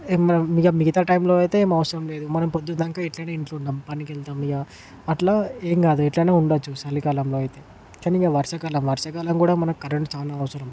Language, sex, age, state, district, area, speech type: Telugu, male, 18-30, Telangana, Ranga Reddy, urban, spontaneous